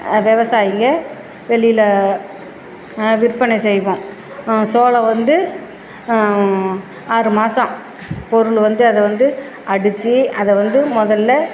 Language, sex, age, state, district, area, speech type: Tamil, female, 45-60, Tamil Nadu, Perambalur, rural, spontaneous